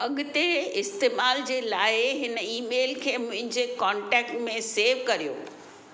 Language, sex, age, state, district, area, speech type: Sindhi, female, 60+, Maharashtra, Mumbai Suburban, urban, read